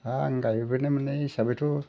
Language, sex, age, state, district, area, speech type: Bodo, male, 60+, Assam, Udalguri, rural, spontaneous